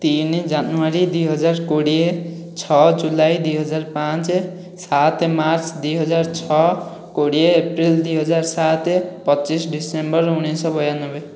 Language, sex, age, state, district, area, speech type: Odia, male, 18-30, Odisha, Khordha, rural, spontaneous